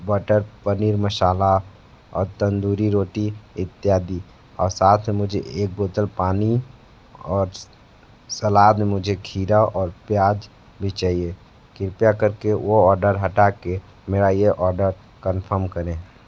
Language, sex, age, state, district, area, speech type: Hindi, male, 18-30, Uttar Pradesh, Sonbhadra, rural, spontaneous